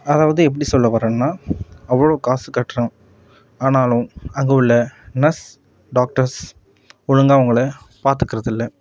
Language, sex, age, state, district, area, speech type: Tamil, male, 18-30, Tamil Nadu, Nagapattinam, rural, spontaneous